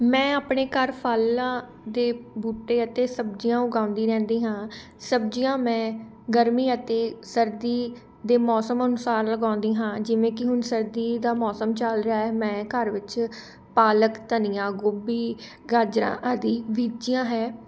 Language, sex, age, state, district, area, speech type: Punjabi, female, 18-30, Punjab, Shaheed Bhagat Singh Nagar, urban, spontaneous